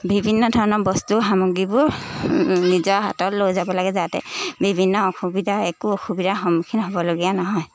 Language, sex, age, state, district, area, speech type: Assamese, female, 18-30, Assam, Lakhimpur, urban, spontaneous